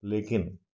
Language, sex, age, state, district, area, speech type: Hindi, male, 45-60, Madhya Pradesh, Ujjain, urban, spontaneous